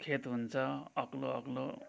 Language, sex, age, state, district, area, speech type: Nepali, male, 60+, West Bengal, Kalimpong, rural, spontaneous